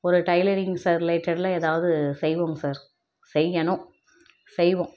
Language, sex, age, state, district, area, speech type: Tamil, female, 30-45, Tamil Nadu, Perambalur, rural, spontaneous